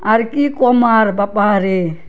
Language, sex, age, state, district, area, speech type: Assamese, female, 30-45, Assam, Barpeta, rural, spontaneous